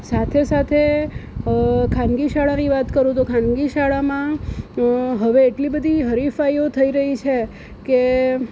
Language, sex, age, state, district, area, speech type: Gujarati, female, 30-45, Gujarat, Surat, urban, spontaneous